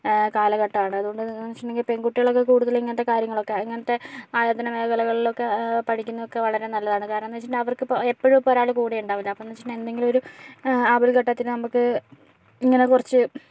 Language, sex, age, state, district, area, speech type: Malayalam, female, 60+, Kerala, Kozhikode, urban, spontaneous